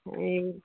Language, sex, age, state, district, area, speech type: Assamese, female, 45-60, Assam, Majuli, urban, conversation